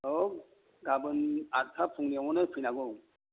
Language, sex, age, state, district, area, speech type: Bodo, male, 60+, Assam, Chirang, rural, conversation